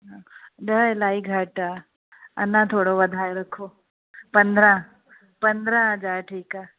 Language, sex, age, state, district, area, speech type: Sindhi, female, 30-45, Uttar Pradesh, Lucknow, urban, conversation